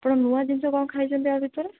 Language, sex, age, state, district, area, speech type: Odia, female, 18-30, Odisha, Malkangiri, urban, conversation